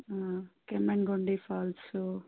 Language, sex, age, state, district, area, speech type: Kannada, female, 18-30, Karnataka, Davanagere, rural, conversation